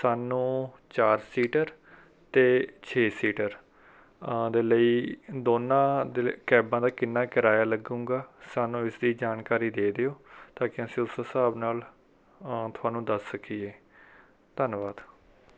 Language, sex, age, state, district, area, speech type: Punjabi, male, 18-30, Punjab, Rupnagar, urban, spontaneous